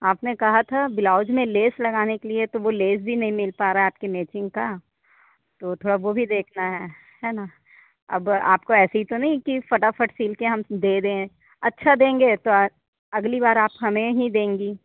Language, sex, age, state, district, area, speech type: Hindi, female, 30-45, Madhya Pradesh, Katni, urban, conversation